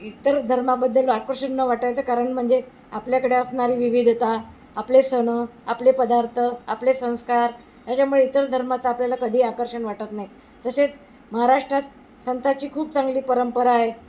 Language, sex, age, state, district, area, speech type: Marathi, female, 60+, Maharashtra, Wardha, urban, spontaneous